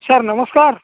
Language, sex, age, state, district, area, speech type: Odia, male, 45-60, Odisha, Nabarangpur, rural, conversation